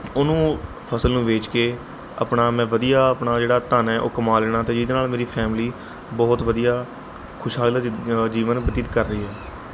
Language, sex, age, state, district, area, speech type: Punjabi, male, 18-30, Punjab, Mohali, rural, spontaneous